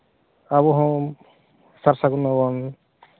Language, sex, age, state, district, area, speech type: Santali, male, 30-45, Jharkhand, Seraikela Kharsawan, rural, conversation